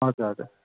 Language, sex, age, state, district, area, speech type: Nepali, male, 45-60, West Bengal, Darjeeling, rural, conversation